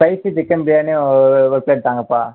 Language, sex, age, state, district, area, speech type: Tamil, male, 30-45, Tamil Nadu, Ariyalur, rural, conversation